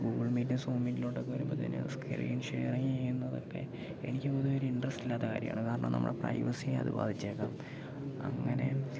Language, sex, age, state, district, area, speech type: Malayalam, male, 18-30, Kerala, Idukki, rural, spontaneous